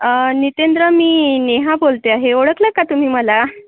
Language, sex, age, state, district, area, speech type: Marathi, female, 30-45, Maharashtra, Yavatmal, urban, conversation